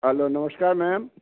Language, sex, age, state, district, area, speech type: Punjabi, male, 60+, Punjab, Fazilka, rural, conversation